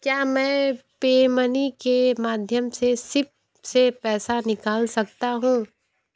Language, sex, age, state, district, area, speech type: Hindi, female, 18-30, Uttar Pradesh, Sonbhadra, rural, read